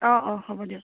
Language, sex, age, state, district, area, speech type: Assamese, female, 60+, Assam, Darrang, rural, conversation